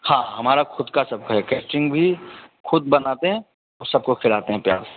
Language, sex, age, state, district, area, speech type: Hindi, male, 30-45, Uttar Pradesh, Hardoi, rural, conversation